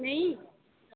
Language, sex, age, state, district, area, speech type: Dogri, female, 18-30, Jammu and Kashmir, Kathua, rural, conversation